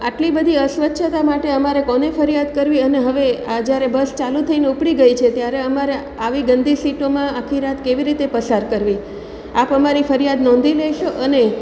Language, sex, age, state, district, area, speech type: Gujarati, female, 45-60, Gujarat, Surat, rural, spontaneous